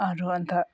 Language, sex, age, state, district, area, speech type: Nepali, female, 45-60, West Bengal, Jalpaiguri, rural, spontaneous